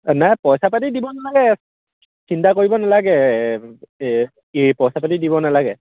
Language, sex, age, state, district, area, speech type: Assamese, male, 18-30, Assam, Lakhimpur, urban, conversation